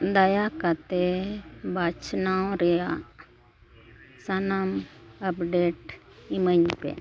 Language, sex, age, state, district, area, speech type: Santali, female, 45-60, Jharkhand, East Singhbhum, rural, read